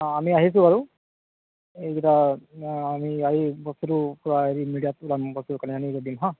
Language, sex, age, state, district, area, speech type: Assamese, male, 30-45, Assam, Tinsukia, rural, conversation